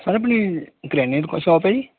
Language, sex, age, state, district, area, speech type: Punjabi, male, 45-60, Punjab, Barnala, rural, conversation